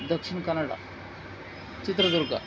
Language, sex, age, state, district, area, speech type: Kannada, male, 60+, Karnataka, Shimoga, rural, spontaneous